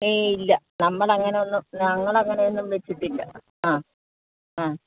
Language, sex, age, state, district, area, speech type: Malayalam, female, 60+, Kerala, Alappuzha, rural, conversation